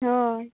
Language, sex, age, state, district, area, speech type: Santali, female, 18-30, Jharkhand, Seraikela Kharsawan, rural, conversation